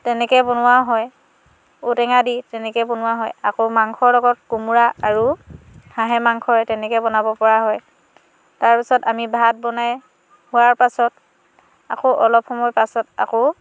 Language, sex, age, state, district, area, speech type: Assamese, female, 30-45, Assam, Dhemaji, rural, spontaneous